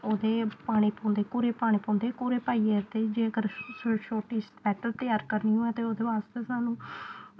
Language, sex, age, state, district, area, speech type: Dogri, female, 18-30, Jammu and Kashmir, Samba, rural, spontaneous